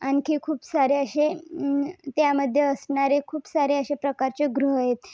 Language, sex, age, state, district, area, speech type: Marathi, female, 18-30, Maharashtra, Thane, urban, spontaneous